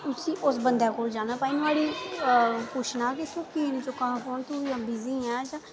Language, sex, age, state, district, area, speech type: Dogri, female, 18-30, Jammu and Kashmir, Reasi, rural, spontaneous